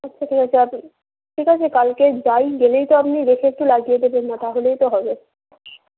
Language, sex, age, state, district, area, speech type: Bengali, female, 18-30, West Bengal, Hooghly, urban, conversation